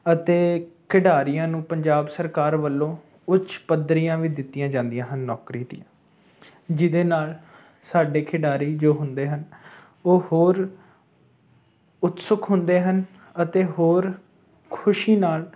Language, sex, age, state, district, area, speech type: Punjabi, male, 18-30, Punjab, Ludhiana, urban, spontaneous